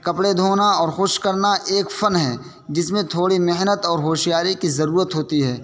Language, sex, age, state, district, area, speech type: Urdu, male, 18-30, Uttar Pradesh, Saharanpur, urban, spontaneous